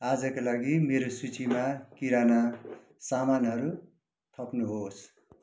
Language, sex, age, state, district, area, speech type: Nepali, male, 45-60, West Bengal, Kalimpong, rural, read